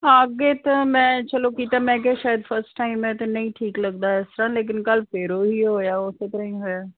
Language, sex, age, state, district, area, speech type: Punjabi, female, 60+, Punjab, Fazilka, rural, conversation